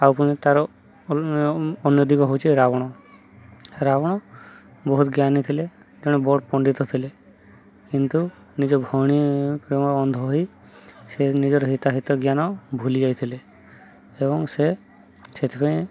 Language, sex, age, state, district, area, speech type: Odia, male, 30-45, Odisha, Subarnapur, urban, spontaneous